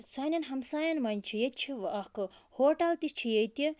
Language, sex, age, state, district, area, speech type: Kashmiri, female, 30-45, Jammu and Kashmir, Budgam, rural, spontaneous